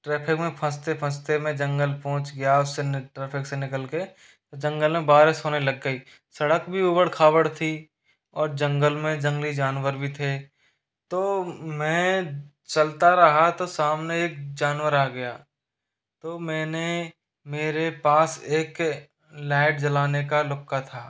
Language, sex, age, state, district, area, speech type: Hindi, male, 30-45, Rajasthan, Jaipur, urban, spontaneous